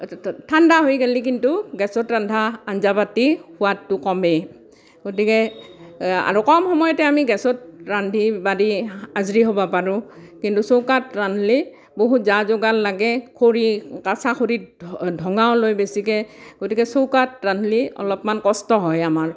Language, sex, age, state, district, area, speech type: Assamese, female, 60+, Assam, Barpeta, rural, spontaneous